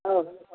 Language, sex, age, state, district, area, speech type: Odia, female, 60+, Odisha, Gajapati, rural, conversation